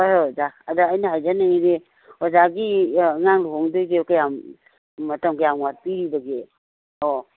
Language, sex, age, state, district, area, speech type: Manipuri, female, 60+, Manipur, Imphal East, rural, conversation